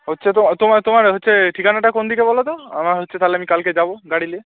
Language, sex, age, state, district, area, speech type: Bengali, male, 45-60, West Bengal, Bankura, urban, conversation